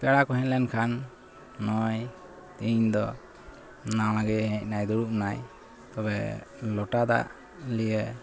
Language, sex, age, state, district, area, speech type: Santali, male, 45-60, West Bengal, Malda, rural, spontaneous